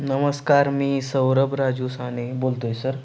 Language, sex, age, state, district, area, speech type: Marathi, male, 18-30, Maharashtra, Satara, urban, spontaneous